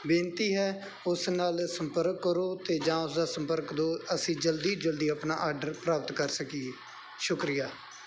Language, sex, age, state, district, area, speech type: Punjabi, male, 18-30, Punjab, Bathinda, rural, spontaneous